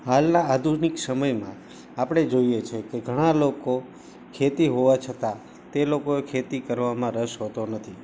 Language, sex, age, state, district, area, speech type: Gujarati, male, 45-60, Gujarat, Morbi, rural, spontaneous